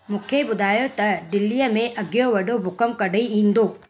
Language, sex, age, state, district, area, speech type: Sindhi, female, 30-45, Gujarat, Surat, urban, read